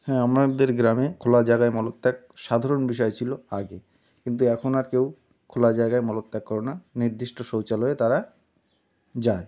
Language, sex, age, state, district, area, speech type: Bengali, male, 30-45, West Bengal, North 24 Parganas, rural, spontaneous